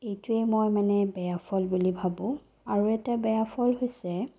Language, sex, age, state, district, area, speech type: Assamese, female, 30-45, Assam, Sonitpur, rural, spontaneous